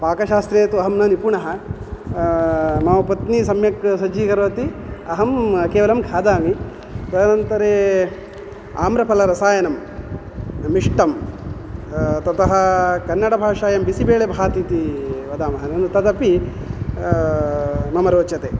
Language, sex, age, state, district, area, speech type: Sanskrit, male, 45-60, Karnataka, Udupi, urban, spontaneous